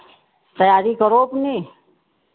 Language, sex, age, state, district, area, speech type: Hindi, female, 60+, Uttar Pradesh, Sitapur, rural, conversation